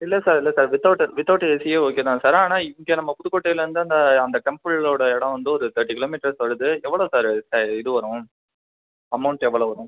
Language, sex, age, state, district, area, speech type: Tamil, male, 18-30, Tamil Nadu, Pudukkottai, rural, conversation